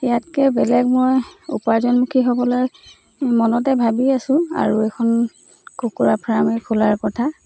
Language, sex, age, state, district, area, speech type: Assamese, female, 30-45, Assam, Charaideo, rural, spontaneous